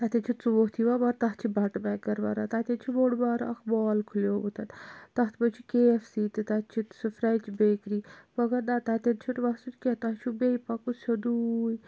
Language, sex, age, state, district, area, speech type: Kashmiri, female, 45-60, Jammu and Kashmir, Srinagar, urban, spontaneous